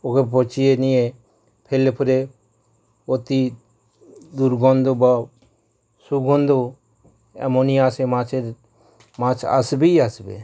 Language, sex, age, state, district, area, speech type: Bengali, male, 45-60, West Bengal, Howrah, urban, spontaneous